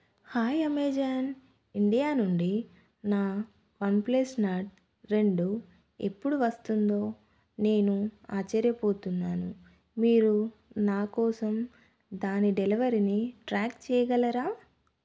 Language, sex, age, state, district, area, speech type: Telugu, female, 30-45, Telangana, Adilabad, rural, read